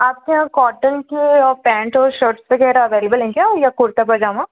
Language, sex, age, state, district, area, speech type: Hindi, female, 30-45, Madhya Pradesh, Jabalpur, urban, conversation